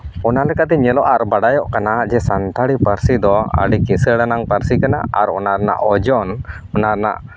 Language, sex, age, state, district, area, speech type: Santali, male, 30-45, Jharkhand, East Singhbhum, rural, spontaneous